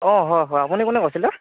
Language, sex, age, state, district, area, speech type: Assamese, male, 18-30, Assam, Lakhimpur, rural, conversation